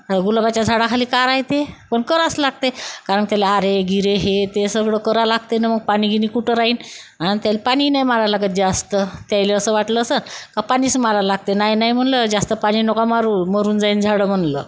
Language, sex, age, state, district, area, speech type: Marathi, female, 30-45, Maharashtra, Wardha, rural, spontaneous